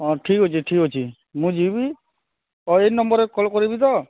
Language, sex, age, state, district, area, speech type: Odia, male, 45-60, Odisha, Nuapada, urban, conversation